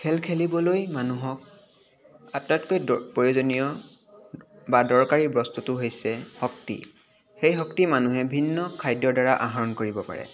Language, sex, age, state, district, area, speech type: Assamese, male, 18-30, Assam, Dibrugarh, urban, spontaneous